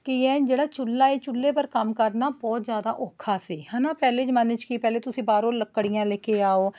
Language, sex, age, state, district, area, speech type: Punjabi, female, 30-45, Punjab, Rupnagar, urban, spontaneous